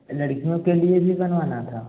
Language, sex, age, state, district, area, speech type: Hindi, male, 18-30, Uttar Pradesh, Bhadohi, rural, conversation